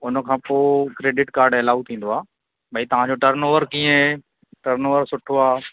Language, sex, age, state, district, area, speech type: Sindhi, male, 30-45, Madhya Pradesh, Katni, urban, conversation